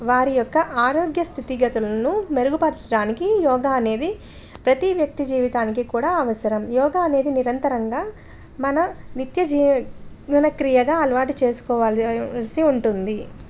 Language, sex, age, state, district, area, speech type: Telugu, female, 30-45, Andhra Pradesh, Anakapalli, rural, spontaneous